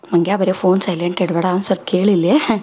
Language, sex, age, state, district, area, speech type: Kannada, female, 30-45, Karnataka, Dharwad, rural, spontaneous